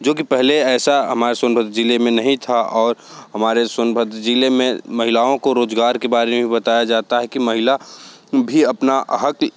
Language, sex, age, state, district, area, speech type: Hindi, male, 18-30, Uttar Pradesh, Sonbhadra, rural, spontaneous